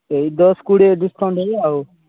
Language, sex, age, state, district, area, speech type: Odia, male, 18-30, Odisha, Koraput, urban, conversation